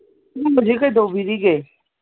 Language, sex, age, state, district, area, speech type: Manipuri, female, 45-60, Manipur, Imphal East, rural, conversation